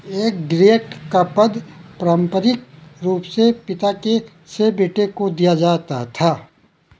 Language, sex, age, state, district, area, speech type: Hindi, male, 60+, Uttar Pradesh, Ayodhya, rural, read